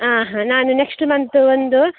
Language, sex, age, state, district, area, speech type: Kannada, female, 18-30, Karnataka, Udupi, rural, conversation